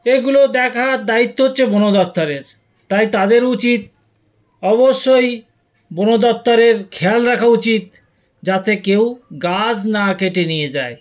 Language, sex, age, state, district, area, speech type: Bengali, male, 60+, West Bengal, South 24 Parganas, rural, spontaneous